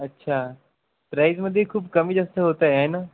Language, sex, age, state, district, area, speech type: Marathi, male, 18-30, Maharashtra, Wardha, rural, conversation